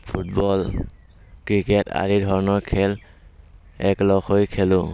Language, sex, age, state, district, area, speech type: Assamese, male, 18-30, Assam, Dhemaji, rural, spontaneous